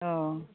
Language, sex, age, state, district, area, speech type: Bodo, female, 45-60, Assam, Udalguri, rural, conversation